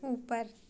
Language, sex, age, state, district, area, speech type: Hindi, female, 18-30, Madhya Pradesh, Chhindwara, urban, read